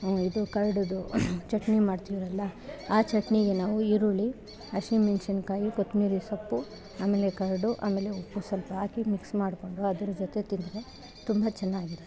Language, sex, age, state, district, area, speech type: Kannada, female, 30-45, Karnataka, Bangalore Rural, rural, spontaneous